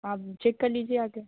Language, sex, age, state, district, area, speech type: Hindi, female, 18-30, Uttar Pradesh, Jaunpur, rural, conversation